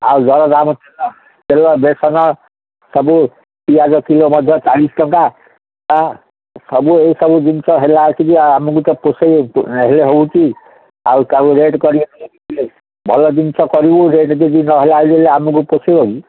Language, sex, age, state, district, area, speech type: Odia, male, 60+, Odisha, Gajapati, rural, conversation